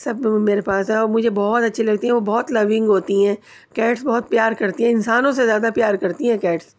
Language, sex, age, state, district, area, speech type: Urdu, female, 30-45, Delhi, Central Delhi, urban, spontaneous